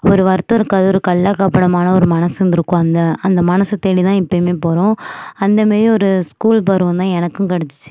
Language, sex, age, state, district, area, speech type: Tamil, female, 18-30, Tamil Nadu, Nagapattinam, urban, spontaneous